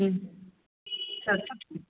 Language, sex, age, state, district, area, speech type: Sanskrit, female, 45-60, Kerala, Kasaragod, rural, conversation